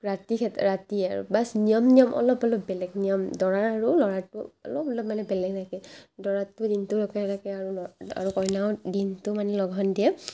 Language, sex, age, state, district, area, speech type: Assamese, female, 18-30, Assam, Barpeta, rural, spontaneous